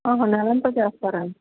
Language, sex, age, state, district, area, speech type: Telugu, female, 45-60, Andhra Pradesh, East Godavari, rural, conversation